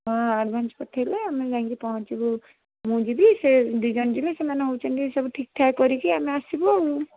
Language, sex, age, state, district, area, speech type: Odia, female, 30-45, Odisha, Cuttack, urban, conversation